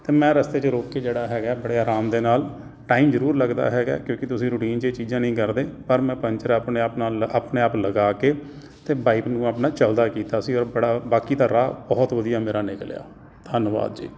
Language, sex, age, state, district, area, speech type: Punjabi, male, 45-60, Punjab, Jalandhar, urban, spontaneous